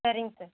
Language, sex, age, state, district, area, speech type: Tamil, female, 60+, Tamil Nadu, Krishnagiri, rural, conversation